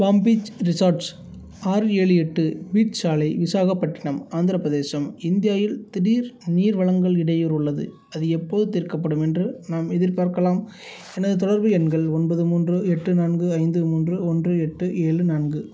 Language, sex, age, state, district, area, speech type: Tamil, male, 30-45, Tamil Nadu, Tiruchirappalli, rural, read